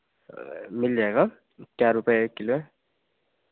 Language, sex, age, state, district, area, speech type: Hindi, male, 30-45, Madhya Pradesh, Betul, rural, conversation